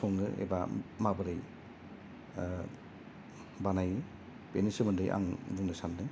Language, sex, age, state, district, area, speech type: Bodo, male, 30-45, Assam, Kokrajhar, rural, spontaneous